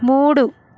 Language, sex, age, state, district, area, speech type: Telugu, female, 18-30, Telangana, Hyderabad, urban, read